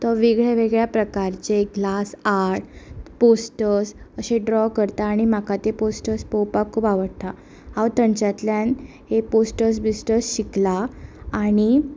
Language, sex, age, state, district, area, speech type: Goan Konkani, female, 18-30, Goa, Ponda, rural, spontaneous